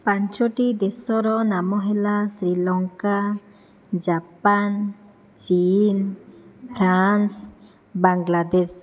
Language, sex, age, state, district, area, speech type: Odia, female, 60+, Odisha, Jajpur, rural, spontaneous